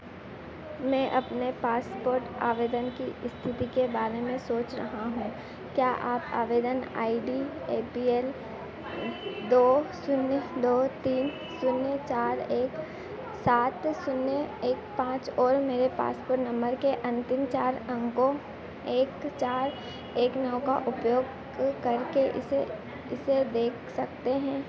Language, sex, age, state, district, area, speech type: Hindi, female, 18-30, Madhya Pradesh, Harda, urban, read